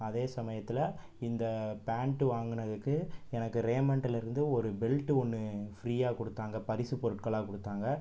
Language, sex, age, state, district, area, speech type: Tamil, male, 18-30, Tamil Nadu, Pudukkottai, rural, spontaneous